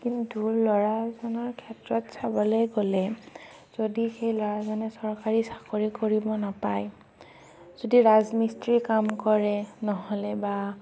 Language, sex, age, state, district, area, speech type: Assamese, female, 18-30, Assam, Darrang, rural, spontaneous